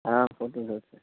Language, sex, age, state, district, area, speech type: Urdu, male, 30-45, Uttar Pradesh, Lucknow, urban, conversation